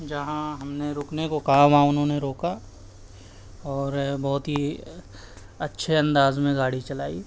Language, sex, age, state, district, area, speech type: Urdu, male, 18-30, Uttar Pradesh, Siddharthnagar, rural, spontaneous